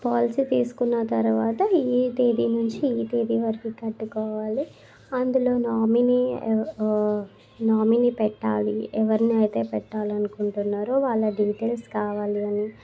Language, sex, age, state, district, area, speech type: Telugu, female, 18-30, Telangana, Sangareddy, urban, spontaneous